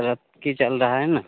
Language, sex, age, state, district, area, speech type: Hindi, male, 30-45, Bihar, Begusarai, rural, conversation